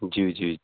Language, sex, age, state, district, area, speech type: Nepali, male, 45-60, West Bengal, Darjeeling, rural, conversation